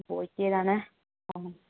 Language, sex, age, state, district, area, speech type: Tamil, female, 18-30, Tamil Nadu, Thanjavur, rural, conversation